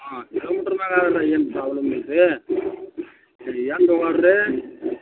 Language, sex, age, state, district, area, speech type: Kannada, male, 45-60, Karnataka, Belgaum, rural, conversation